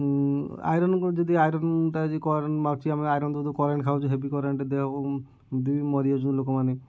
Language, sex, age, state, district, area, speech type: Odia, male, 30-45, Odisha, Kendujhar, urban, spontaneous